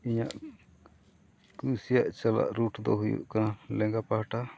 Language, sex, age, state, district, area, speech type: Santali, male, 45-60, Odisha, Mayurbhanj, rural, spontaneous